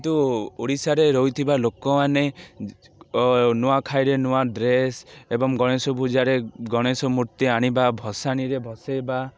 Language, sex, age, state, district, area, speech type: Odia, male, 30-45, Odisha, Ganjam, urban, spontaneous